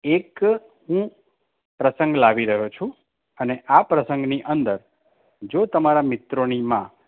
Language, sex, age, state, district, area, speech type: Gujarati, male, 45-60, Gujarat, Anand, urban, conversation